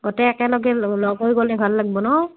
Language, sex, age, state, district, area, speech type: Assamese, female, 30-45, Assam, Udalguri, rural, conversation